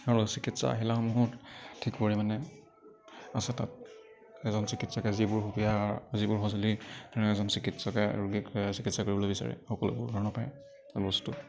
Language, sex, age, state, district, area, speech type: Assamese, male, 18-30, Assam, Kamrup Metropolitan, urban, spontaneous